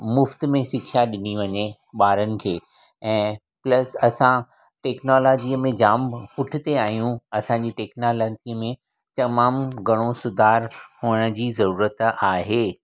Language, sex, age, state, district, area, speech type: Sindhi, male, 60+, Maharashtra, Mumbai Suburban, urban, spontaneous